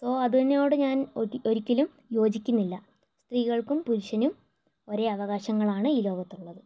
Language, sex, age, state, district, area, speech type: Malayalam, female, 18-30, Kerala, Wayanad, rural, spontaneous